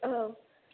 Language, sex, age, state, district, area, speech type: Bodo, female, 18-30, Assam, Kokrajhar, rural, conversation